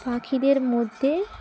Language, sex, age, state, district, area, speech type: Bengali, female, 18-30, West Bengal, Dakshin Dinajpur, urban, spontaneous